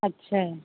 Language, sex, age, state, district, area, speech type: Hindi, female, 60+, Uttar Pradesh, Ayodhya, rural, conversation